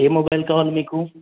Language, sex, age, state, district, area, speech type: Telugu, male, 18-30, Telangana, Medak, rural, conversation